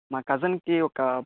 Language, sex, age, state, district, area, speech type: Telugu, male, 60+, Andhra Pradesh, Chittoor, rural, conversation